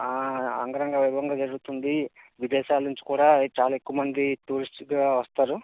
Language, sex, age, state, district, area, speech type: Telugu, male, 60+, Andhra Pradesh, Vizianagaram, rural, conversation